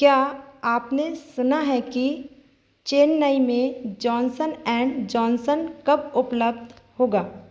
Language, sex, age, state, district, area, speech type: Hindi, female, 30-45, Madhya Pradesh, Seoni, rural, read